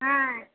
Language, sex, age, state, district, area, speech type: Maithili, female, 60+, Bihar, Purnia, rural, conversation